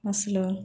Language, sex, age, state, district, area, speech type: Telugu, female, 45-60, Andhra Pradesh, East Godavari, rural, spontaneous